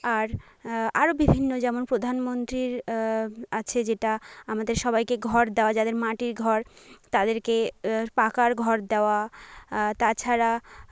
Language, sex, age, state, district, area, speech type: Bengali, female, 30-45, West Bengal, Jhargram, rural, spontaneous